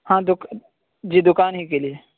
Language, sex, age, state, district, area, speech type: Urdu, male, 18-30, Uttar Pradesh, Saharanpur, urban, conversation